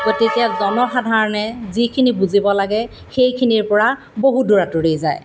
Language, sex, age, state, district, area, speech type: Assamese, female, 45-60, Assam, Golaghat, urban, spontaneous